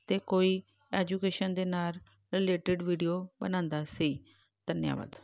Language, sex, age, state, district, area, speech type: Punjabi, female, 45-60, Punjab, Tarn Taran, urban, spontaneous